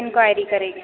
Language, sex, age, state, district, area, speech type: Punjabi, female, 18-30, Punjab, Faridkot, urban, conversation